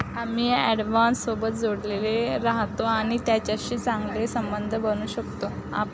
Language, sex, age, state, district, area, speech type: Marathi, female, 18-30, Maharashtra, Wardha, rural, spontaneous